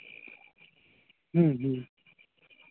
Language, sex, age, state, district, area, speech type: Santali, male, 30-45, West Bengal, Jhargram, rural, conversation